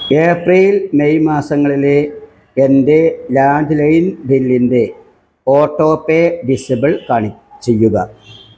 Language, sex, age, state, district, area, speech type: Malayalam, male, 60+, Kerala, Malappuram, rural, read